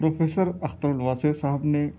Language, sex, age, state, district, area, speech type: Urdu, male, 18-30, Delhi, South Delhi, urban, spontaneous